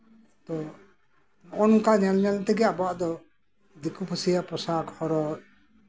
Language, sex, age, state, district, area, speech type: Santali, male, 60+, West Bengal, Birbhum, rural, spontaneous